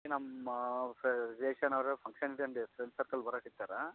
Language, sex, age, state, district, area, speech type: Kannada, male, 30-45, Karnataka, Raichur, rural, conversation